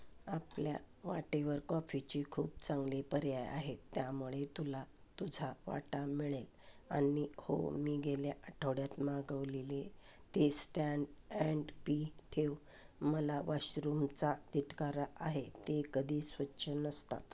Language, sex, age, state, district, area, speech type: Marathi, female, 60+, Maharashtra, Osmanabad, rural, read